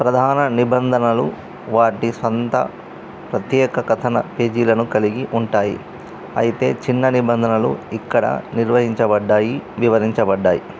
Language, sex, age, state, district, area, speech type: Telugu, male, 30-45, Telangana, Karimnagar, rural, read